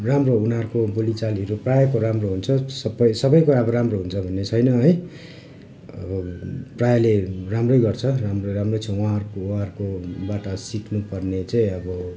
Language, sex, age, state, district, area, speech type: Nepali, male, 30-45, West Bengal, Darjeeling, rural, spontaneous